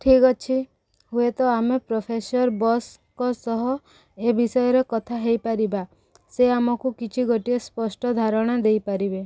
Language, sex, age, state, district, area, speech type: Odia, female, 18-30, Odisha, Subarnapur, urban, read